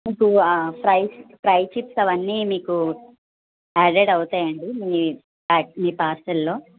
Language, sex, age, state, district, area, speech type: Telugu, female, 45-60, Andhra Pradesh, N T Rama Rao, rural, conversation